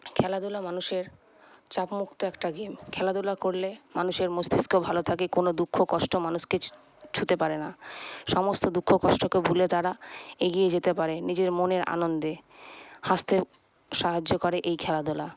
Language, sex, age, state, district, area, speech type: Bengali, female, 30-45, West Bengal, Paschim Bardhaman, urban, spontaneous